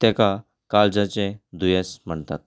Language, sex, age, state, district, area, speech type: Goan Konkani, male, 30-45, Goa, Canacona, rural, spontaneous